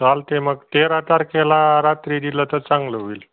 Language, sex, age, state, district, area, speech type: Marathi, male, 30-45, Maharashtra, Osmanabad, rural, conversation